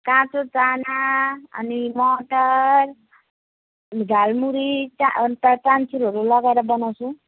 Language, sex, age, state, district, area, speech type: Nepali, female, 45-60, West Bengal, Alipurduar, rural, conversation